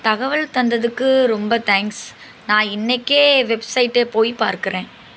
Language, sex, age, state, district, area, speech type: Tamil, female, 18-30, Tamil Nadu, Tirunelveli, rural, read